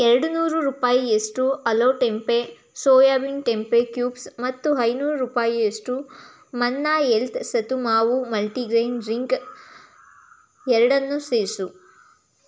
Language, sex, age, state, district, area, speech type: Kannada, female, 18-30, Karnataka, Tumkur, rural, read